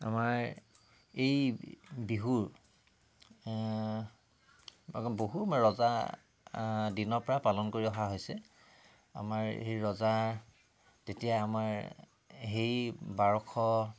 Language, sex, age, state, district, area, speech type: Assamese, male, 30-45, Assam, Tinsukia, urban, spontaneous